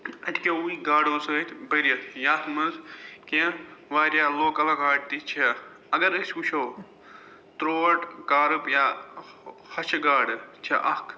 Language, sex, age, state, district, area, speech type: Kashmiri, male, 45-60, Jammu and Kashmir, Srinagar, urban, spontaneous